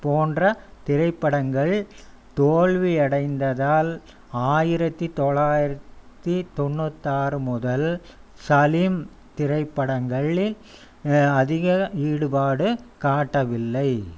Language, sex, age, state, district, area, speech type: Tamil, male, 60+, Tamil Nadu, Coimbatore, urban, read